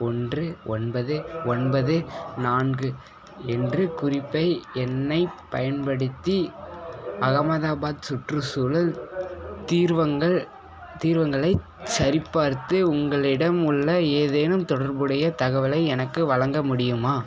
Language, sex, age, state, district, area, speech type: Tamil, male, 18-30, Tamil Nadu, Salem, rural, read